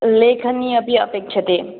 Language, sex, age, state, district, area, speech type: Sanskrit, female, 18-30, Manipur, Kangpokpi, rural, conversation